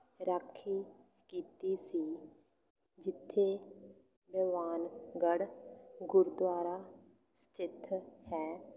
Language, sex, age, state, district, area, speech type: Punjabi, female, 18-30, Punjab, Fatehgarh Sahib, rural, spontaneous